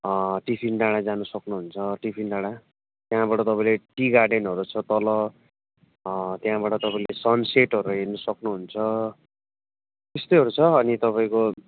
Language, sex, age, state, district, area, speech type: Nepali, male, 30-45, West Bengal, Kalimpong, rural, conversation